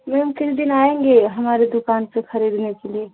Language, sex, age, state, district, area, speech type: Hindi, female, 45-60, Uttar Pradesh, Ayodhya, rural, conversation